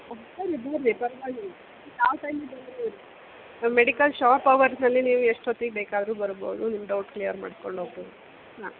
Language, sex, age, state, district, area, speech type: Kannada, female, 30-45, Karnataka, Bellary, rural, conversation